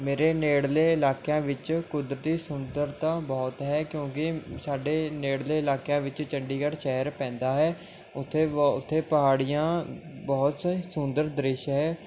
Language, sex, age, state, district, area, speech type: Punjabi, male, 18-30, Punjab, Mohali, rural, spontaneous